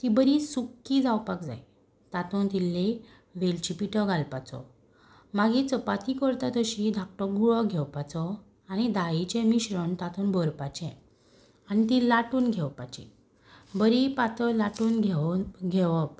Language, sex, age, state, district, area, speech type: Goan Konkani, female, 18-30, Goa, Tiswadi, rural, spontaneous